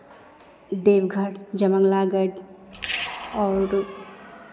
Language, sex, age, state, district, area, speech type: Hindi, female, 45-60, Bihar, Begusarai, rural, spontaneous